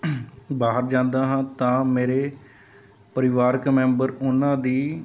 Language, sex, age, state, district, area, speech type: Punjabi, male, 30-45, Punjab, Mohali, urban, spontaneous